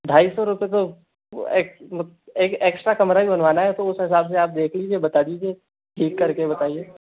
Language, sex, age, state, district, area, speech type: Hindi, male, 30-45, Rajasthan, Jaipur, urban, conversation